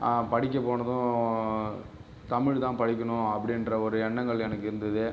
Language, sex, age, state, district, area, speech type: Tamil, male, 18-30, Tamil Nadu, Cuddalore, rural, spontaneous